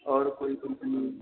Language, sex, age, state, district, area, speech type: Hindi, male, 18-30, Uttar Pradesh, Bhadohi, rural, conversation